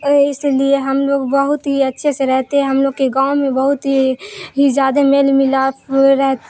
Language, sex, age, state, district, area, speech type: Urdu, female, 18-30, Bihar, Supaul, urban, spontaneous